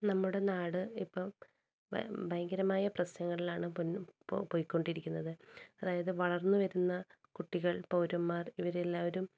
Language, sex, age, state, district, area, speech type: Malayalam, female, 30-45, Kerala, Wayanad, rural, spontaneous